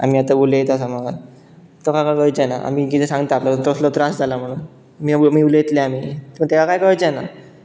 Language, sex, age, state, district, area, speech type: Goan Konkani, male, 18-30, Goa, Pernem, rural, spontaneous